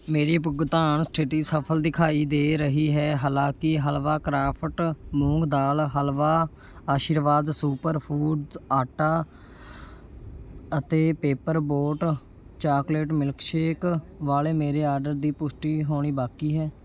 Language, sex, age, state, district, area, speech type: Punjabi, male, 18-30, Punjab, Shaheed Bhagat Singh Nagar, rural, read